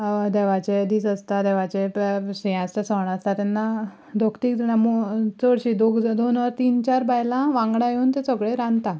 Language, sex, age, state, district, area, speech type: Goan Konkani, female, 18-30, Goa, Ponda, rural, spontaneous